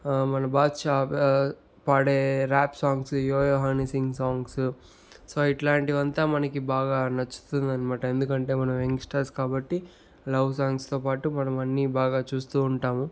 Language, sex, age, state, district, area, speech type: Telugu, male, 30-45, Andhra Pradesh, Sri Balaji, rural, spontaneous